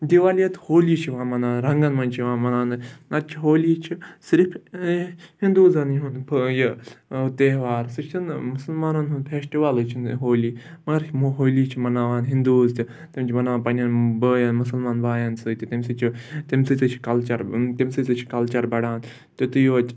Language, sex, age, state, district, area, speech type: Kashmiri, male, 18-30, Jammu and Kashmir, Ganderbal, rural, spontaneous